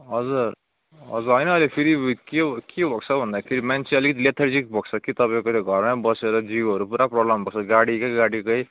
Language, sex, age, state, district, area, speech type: Nepali, male, 30-45, West Bengal, Darjeeling, rural, conversation